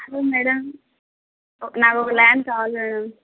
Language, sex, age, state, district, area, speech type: Telugu, female, 18-30, Telangana, Peddapalli, rural, conversation